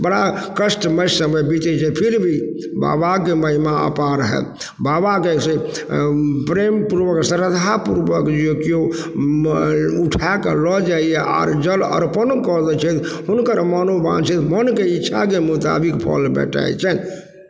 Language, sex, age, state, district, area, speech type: Maithili, male, 60+, Bihar, Supaul, rural, spontaneous